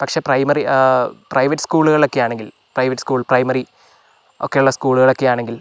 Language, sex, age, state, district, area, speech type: Malayalam, male, 45-60, Kerala, Wayanad, rural, spontaneous